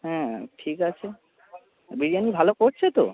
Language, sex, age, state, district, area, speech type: Bengali, male, 30-45, West Bengal, North 24 Parganas, urban, conversation